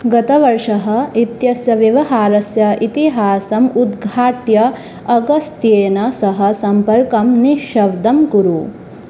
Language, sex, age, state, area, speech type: Sanskrit, female, 18-30, Tripura, rural, read